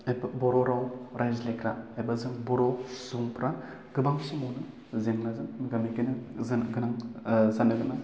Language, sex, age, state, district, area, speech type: Bodo, male, 18-30, Assam, Baksa, urban, spontaneous